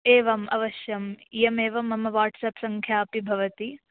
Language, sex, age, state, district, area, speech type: Sanskrit, female, 18-30, Maharashtra, Washim, urban, conversation